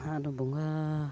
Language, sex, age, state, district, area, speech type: Santali, male, 45-60, Odisha, Mayurbhanj, rural, spontaneous